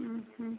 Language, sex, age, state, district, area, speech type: Odia, female, 45-60, Odisha, Angul, rural, conversation